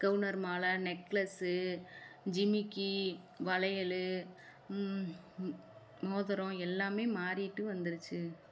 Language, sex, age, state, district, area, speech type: Tamil, female, 30-45, Tamil Nadu, Madurai, rural, spontaneous